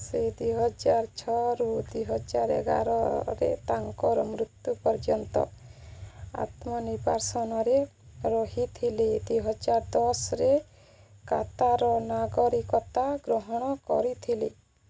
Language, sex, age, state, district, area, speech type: Odia, female, 30-45, Odisha, Balangir, urban, read